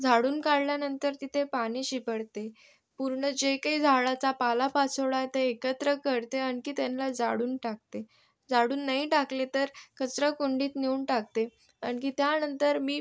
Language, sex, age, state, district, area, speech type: Marathi, female, 18-30, Maharashtra, Yavatmal, urban, spontaneous